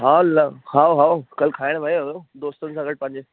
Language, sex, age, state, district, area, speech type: Sindhi, male, 18-30, Delhi, South Delhi, urban, conversation